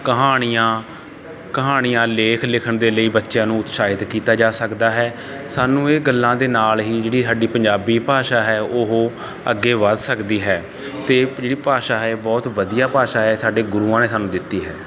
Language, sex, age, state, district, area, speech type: Punjabi, male, 30-45, Punjab, Barnala, rural, spontaneous